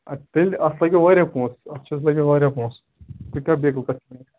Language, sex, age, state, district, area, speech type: Kashmiri, male, 18-30, Jammu and Kashmir, Ganderbal, rural, conversation